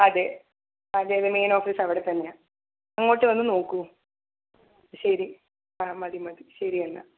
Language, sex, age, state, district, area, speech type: Malayalam, female, 18-30, Kerala, Thiruvananthapuram, urban, conversation